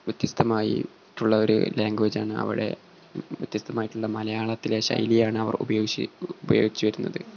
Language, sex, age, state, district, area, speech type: Malayalam, male, 18-30, Kerala, Malappuram, rural, spontaneous